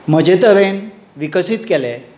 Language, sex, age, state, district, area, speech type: Goan Konkani, male, 60+, Goa, Tiswadi, rural, spontaneous